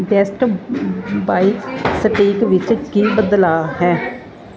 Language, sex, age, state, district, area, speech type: Punjabi, female, 45-60, Punjab, Gurdaspur, urban, read